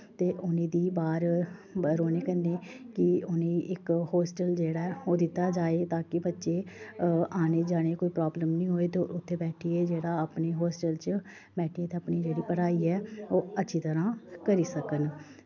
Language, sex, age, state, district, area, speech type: Dogri, female, 30-45, Jammu and Kashmir, Samba, urban, spontaneous